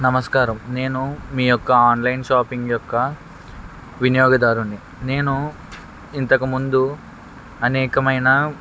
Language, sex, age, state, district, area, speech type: Telugu, male, 18-30, Andhra Pradesh, N T Rama Rao, rural, spontaneous